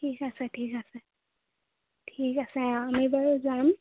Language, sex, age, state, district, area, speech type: Assamese, female, 18-30, Assam, Jorhat, urban, conversation